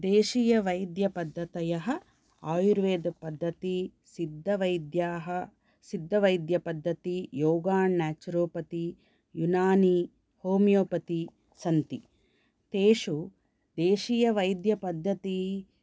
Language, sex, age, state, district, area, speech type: Sanskrit, female, 45-60, Karnataka, Bangalore Urban, urban, spontaneous